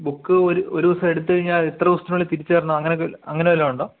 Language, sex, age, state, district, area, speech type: Malayalam, male, 18-30, Kerala, Kottayam, rural, conversation